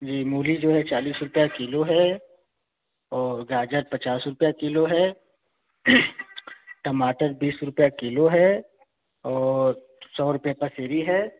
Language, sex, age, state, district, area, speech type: Hindi, male, 18-30, Uttar Pradesh, Chandauli, urban, conversation